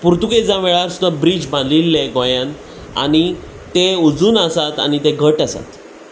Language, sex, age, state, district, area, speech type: Goan Konkani, male, 30-45, Goa, Salcete, urban, spontaneous